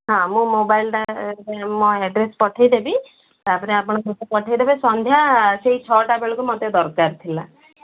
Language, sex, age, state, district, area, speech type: Odia, female, 45-60, Odisha, Sundergarh, rural, conversation